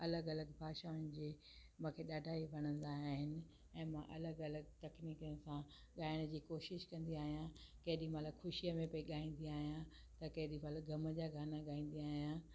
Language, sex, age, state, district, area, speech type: Sindhi, female, 60+, Gujarat, Kutch, urban, spontaneous